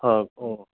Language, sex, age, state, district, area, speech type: Assamese, male, 45-60, Assam, Dhemaji, rural, conversation